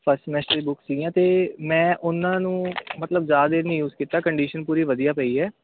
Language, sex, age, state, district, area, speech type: Punjabi, male, 18-30, Punjab, Ludhiana, urban, conversation